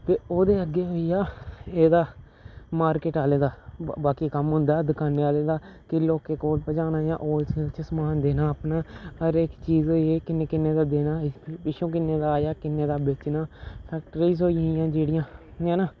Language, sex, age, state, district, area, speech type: Dogri, male, 30-45, Jammu and Kashmir, Reasi, urban, spontaneous